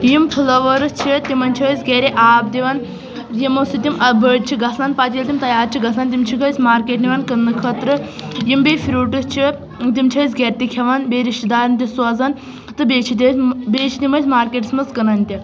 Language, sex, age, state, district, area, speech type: Kashmiri, female, 18-30, Jammu and Kashmir, Kulgam, rural, spontaneous